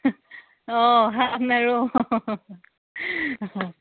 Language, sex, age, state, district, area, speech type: Assamese, female, 30-45, Assam, Majuli, urban, conversation